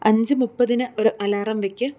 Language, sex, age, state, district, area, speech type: Malayalam, female, 30-45, Kerala, Alappuzha, rural, read